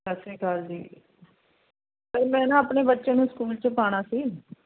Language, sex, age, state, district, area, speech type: Punjabi, female, 45-60, Punjab, Mohali, urban, conversation